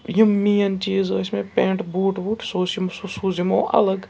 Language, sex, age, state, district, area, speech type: Kashmiri, male, 45-60, Jammu and Kashmir, Srinagar, urban, spontaneous